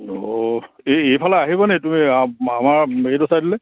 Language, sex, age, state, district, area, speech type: Assamese, male, 45-60, Assam, Lakhimpur, rural, conversation